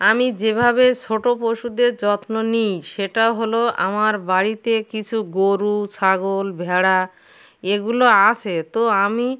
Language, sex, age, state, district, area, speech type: Bengali, female, 60+, West Bengal, North 24 Parganas, rural, spontaneous